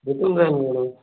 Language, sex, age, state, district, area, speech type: Marathi, male, 18-30, Maharashtra, Hingoli, urban, conversation